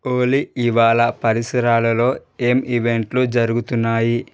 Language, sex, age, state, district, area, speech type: Telugu, male, 18-30, Telangana, Medchal, urban, read